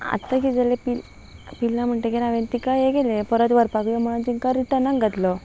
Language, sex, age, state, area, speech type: Goan Konkani, female, 18-30, Goa, rural, spontaneous